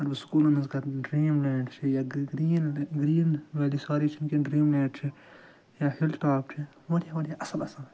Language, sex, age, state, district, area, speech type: Kashmiri, male, 60+, Jammu and Kashmir, Ganderbal, urban, spontaneous